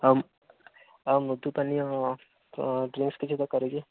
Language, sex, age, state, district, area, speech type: Odia, male, 18-30, Odisha, Jagatsinghpur, rural, conversation